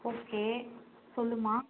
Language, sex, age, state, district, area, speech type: Tamil, female, 18-30, Tamil Nadu, Tiruvarur, rural, conversation